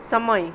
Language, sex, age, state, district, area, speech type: Gujarati, female, 30-45, Gujarat, Ahmedabad, urban, read